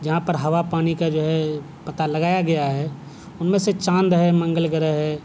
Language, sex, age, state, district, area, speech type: Urdu, male, 30-45, Delhi, South Delhi, urban, spontaneous